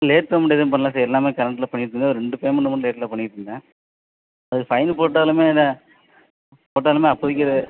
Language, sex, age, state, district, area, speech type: Tamil, male, 30-45, Tamil Nadu, Madurai, urban, conversation